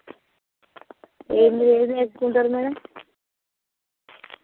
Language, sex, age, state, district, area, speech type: Telugu, female, 30-45, Telangana, Hanamkonda, rural, conversation